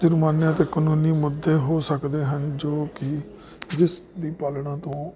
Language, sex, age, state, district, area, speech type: Punjabi, male, 30-45, Punjab, Jalandhar, urban, spontaneous